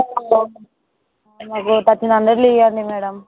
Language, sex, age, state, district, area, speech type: Telugu, female, 18-30, Telangana, Ranga Reddy, urban, conversation